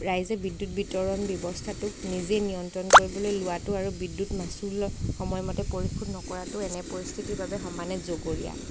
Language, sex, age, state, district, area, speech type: Assamese, female, 30-45, Assam, Morigaon, rural, spontaneous